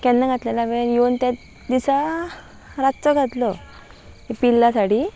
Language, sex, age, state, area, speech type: Goan Konkani, female, 18-30, Goa, rural, spontaneous